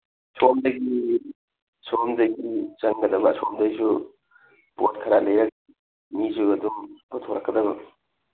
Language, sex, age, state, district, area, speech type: Manipuri, male, 30-45, Manipur, Thoubal, rural, conversation